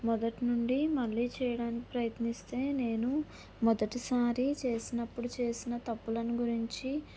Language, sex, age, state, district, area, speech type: Telugu, female, 18-30, Andhra Pradesh, Kakinada, rural, spontaneous